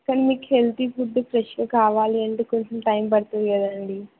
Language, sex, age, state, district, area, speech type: Telugu, female, 18-30, Telangana, Siddipet, rural, conversation